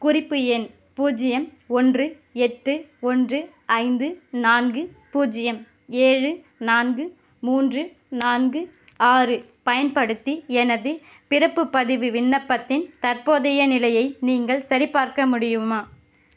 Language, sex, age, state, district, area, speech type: Tamil, female, 18-30, Tamil Nadu, Ranipet, rural, read